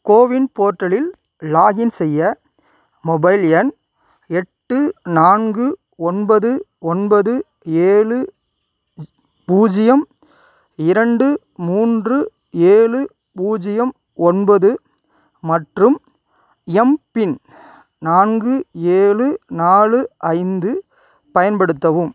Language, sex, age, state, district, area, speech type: Tamil, male, 30-45, Tamil Nadu, Ariyalur, rural, read